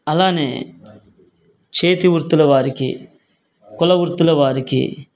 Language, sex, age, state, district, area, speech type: Telugu, male, 45-60, Andhra Pradesh, Guntur, rural, spontaneous